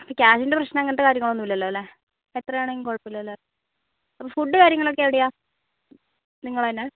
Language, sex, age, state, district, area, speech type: Malayalam, male, 30-45, Kerala, Wayanad, rural, conversation